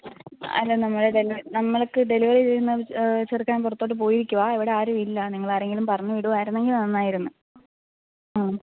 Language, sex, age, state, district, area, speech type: Malayalam, female, 18-30, Kerala, Alappuzha, rural, conversation